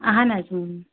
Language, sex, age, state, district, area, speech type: Kashmiri, female, 30-45, Jammu and Kashmir, Shopian, rural, conversation